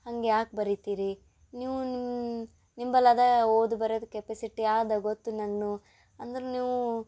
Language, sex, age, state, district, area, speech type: Kannada, female, 18-30, Karnataka, Gulbarga, urban, spontaneous